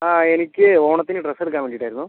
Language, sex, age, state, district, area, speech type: Malayalam, male, 45-60, Kerala, Kozhikode, urban, conversation